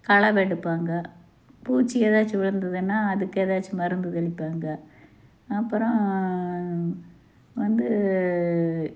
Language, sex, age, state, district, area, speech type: Tamil, female, 60+, Tamil Nadu, Tiruppur, rural, spontaneous